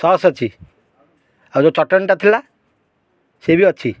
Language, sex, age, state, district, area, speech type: Odia, male, 45-60, Odisha, Kendrapara, urban, spontaneous